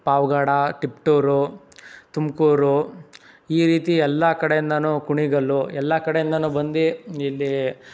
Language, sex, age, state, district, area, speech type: Kannada, male, 30-45, Karnataka, Tumkur, rural, spontaneous